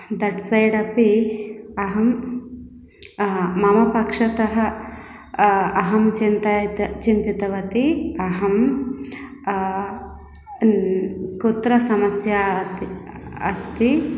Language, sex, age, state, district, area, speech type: Sanskrit, female, 30-45, Andhra Pradesh, East Godavari, urban, spontaneous